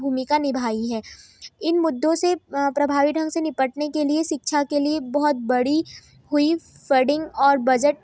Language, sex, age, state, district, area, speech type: Hindi, female, 18-30, Madhya Pradesh, Ujjain, urban, spontaneous